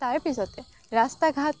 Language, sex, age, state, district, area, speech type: Assamese, female, 18-30, Assam, Morigaon, rural, spontaneous